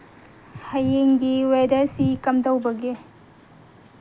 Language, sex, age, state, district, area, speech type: Manipuri, female, 18-30, Manipur, Kangpokpi, urban, read